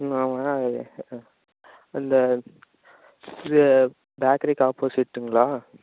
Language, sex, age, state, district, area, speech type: Tamil, male, 18-30, Tamil Nadu, Namakkal, rural, conversation